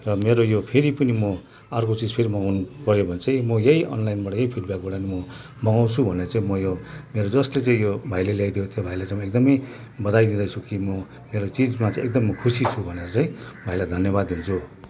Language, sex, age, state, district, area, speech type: Nepali, male, 60+, West Bengal, Kalimpong, rural, spontaneous